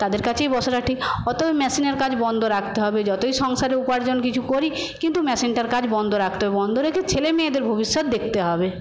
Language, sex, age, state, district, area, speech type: Bengali, female, 45-60, West Bengal, Paschim Medinipur, rural, spontaneous